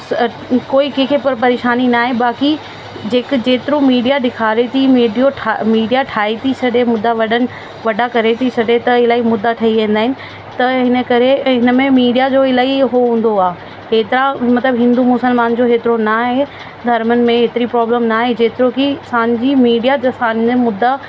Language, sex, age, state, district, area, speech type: Sindhi, female, 30-45, Delhi, South Delhi, urban, spontaneous